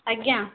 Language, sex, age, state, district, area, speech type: Odia, female, 18-30, Odisha, Jajpur, rural, conversation